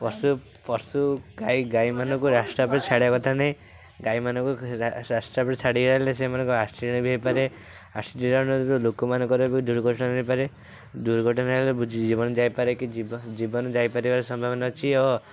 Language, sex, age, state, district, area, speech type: Odia, male, 18-30, Odisha, Cuttack, urban, spontaneous